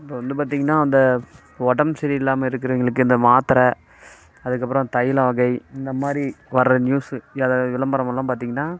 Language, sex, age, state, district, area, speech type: Tamil, male, 30-45, Tamil Nadu, Namakkal, rural, spontaneous